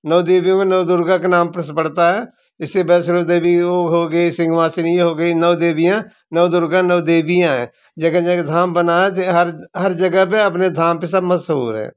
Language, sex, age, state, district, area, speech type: Hindi, male, 60+, Uttar Pradesh, Jaunpur, rural, spontaneous